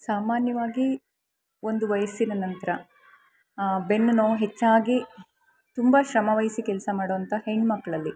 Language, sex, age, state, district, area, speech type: Kannada, female, 45-60, Karnataka, Chikkamagaluru, rural, spontaneous